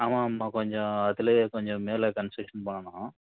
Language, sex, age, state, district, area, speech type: Tamil, male, 18-30, Tamil Nadu, Krishnagiri, rural, conversation